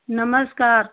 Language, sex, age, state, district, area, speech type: Hindi, female, 60+, Uttar Pradesh, Hardoi, rural, conversation